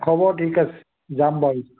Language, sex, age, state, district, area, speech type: Assamese, male, 60+, Assam, Tinsukia, urban, conversation